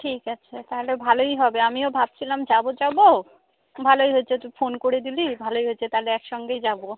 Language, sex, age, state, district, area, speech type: Bengali, female, 30-45, West Bengal, Alipurduar, rural, conversation